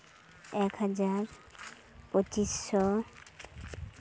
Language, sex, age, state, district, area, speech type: Santali, female, 18-30, West Bengal, Purulia, rural, spontaneous